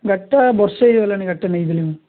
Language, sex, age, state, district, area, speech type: Odia, male, 18-30, Odisha, Balasore, rural, conversation